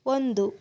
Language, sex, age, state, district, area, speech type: Kannada, female, 30-45, Karnataka, Tumkur, rural, read